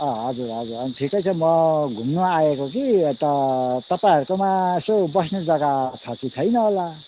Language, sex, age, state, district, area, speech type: Nepali, male, 60+, West Bengal, Kalimpong, rural, conversation